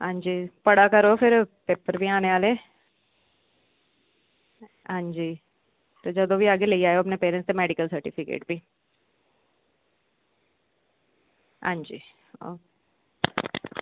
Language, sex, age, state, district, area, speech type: Dogri, female, 18-30, Jammu and Kashmir, Samba, urban, conversation